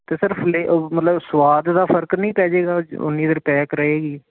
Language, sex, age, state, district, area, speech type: Punjabi, male, 45-60, Punjab, Jalandhar, urban, conversation